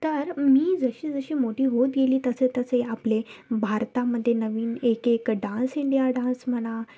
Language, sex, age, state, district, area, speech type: Marathi, female, 18-30, Maharashtra, Thane, urban, spontaneous